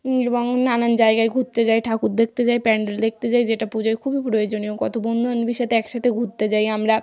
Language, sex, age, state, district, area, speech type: Bengali, female, 18-30, West Bengal, North 24 Parganas, rural, spontaneous